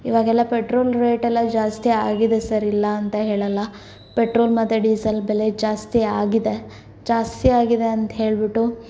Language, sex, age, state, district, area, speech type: Kannada, female, 30-45, Karnataka, Davanagere, urban, spontaneous